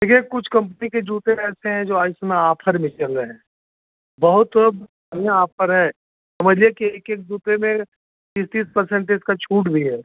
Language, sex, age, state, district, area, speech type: Hindi, male, 60+, Uttar Pradesh, Azamgarh, rural, conversation